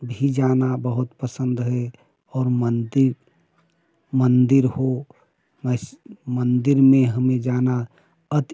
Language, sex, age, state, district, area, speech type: Hindi, male, 45-60, Uttar Pradesh, Prayagraj, urban, spontaneous